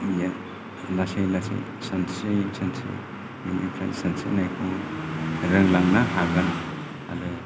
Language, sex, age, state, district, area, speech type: Bodo, male, 45-60, Assam, Kokrajhar, rural, spontaneous